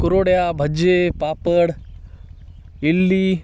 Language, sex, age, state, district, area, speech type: Marathi, male, 18-30, Maharashtra, Hingoli, urban, spontaneous